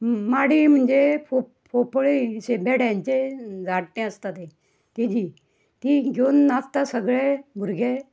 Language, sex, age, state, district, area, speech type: Goan Konkani, female, 60+, Goa, Ponda, rural, spontaneous